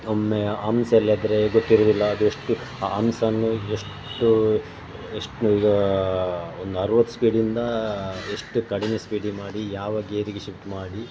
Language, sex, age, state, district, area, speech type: Kannada, male, 30-45, Karnataka, Dakshina Kannada, rural, spontaneous